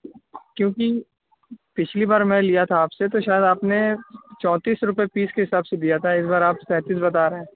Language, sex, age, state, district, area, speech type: Urdu, male, 18-30, Bihar, Purnia, rural, conversation